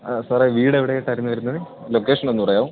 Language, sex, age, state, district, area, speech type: Malayalam, male, 18-30, Kerala, Idukki, rural, conversation